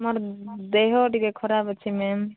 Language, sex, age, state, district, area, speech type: Odia, female, 30-45, Odisha, Koraput, urban, conversation